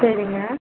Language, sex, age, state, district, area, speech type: Tamil, female, 18-30, Tamil Nadu, Kanchipuram, urban, conversation